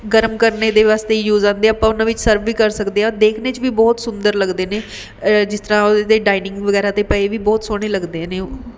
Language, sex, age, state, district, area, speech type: Punjabi, female, 30-45, Punjab, Mohali, urban, spontaneous